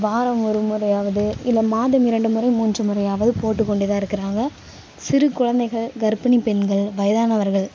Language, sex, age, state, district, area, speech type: Tamil, female, 18-30, Tamil Nadu, Kallakurichi, urban, spontaneous